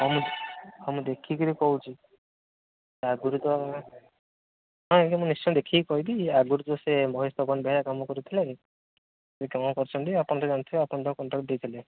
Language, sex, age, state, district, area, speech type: Odia, male, 18-30, Odisha, Jagatsinghpur, rural, conversation